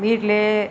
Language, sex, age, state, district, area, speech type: Tamil, female, 60+, Tamil Nadu, Viluppuram, rural, spontaneous